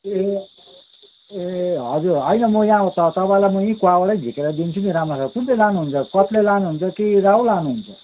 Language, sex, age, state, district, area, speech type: Nepali, male, 60+, West Bengal, Kalimpong, rural, conversation